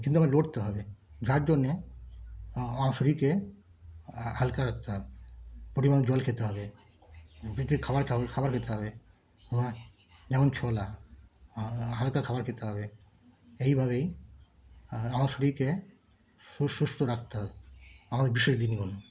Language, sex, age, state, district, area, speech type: Bengali, male, 60+, West Bengal, Darjeeling, rural, spontaneous